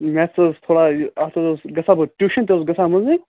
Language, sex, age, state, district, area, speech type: Kashmiri, female, 18-30, Jammu and Kashmir, Kupwara, rural, conversation